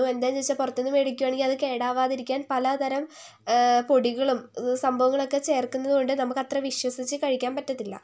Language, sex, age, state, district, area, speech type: Malayalam, female, 18-30, Kerala, Wayanad, rural, spontaneous